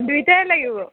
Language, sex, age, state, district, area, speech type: Assamese, female, 30-45, Assam, Lakhimpur, rural, conversation